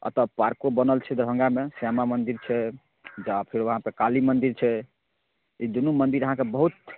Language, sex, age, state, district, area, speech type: Maithili, male, 18-30, Bihar, Darbhanga, rural, conversation